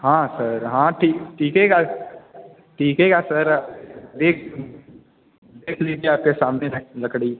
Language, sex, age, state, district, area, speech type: Hindi, male, 18-30, Uttar Pradesh, Mirzapur, rural, conversation